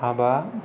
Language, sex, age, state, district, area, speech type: Bodo, male, 18-30, Assam, Kokrajhar, rural, spontaneous